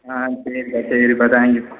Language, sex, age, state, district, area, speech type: Tamil, male, 18-30, Tamil Nadu, Perambalur, rural, conversation